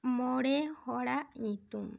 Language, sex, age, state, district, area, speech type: Santali, female, 18-30, West Bengal, Bankura, rural, spontaneous